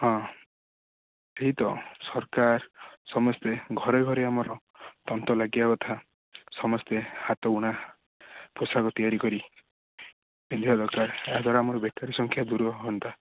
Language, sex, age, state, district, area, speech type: Odia, male, 18-30, Odisha, Jagatsinghpur, rural, conversation